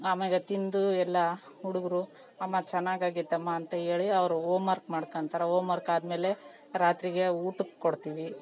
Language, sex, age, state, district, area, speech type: Kannada, female, 30-45, Karnataka, Vijayanagara, rural, spontaneous